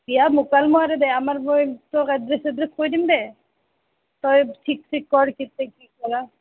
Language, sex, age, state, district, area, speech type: Assamese, female, 30-45, Assam, Nalbari, rural, conversation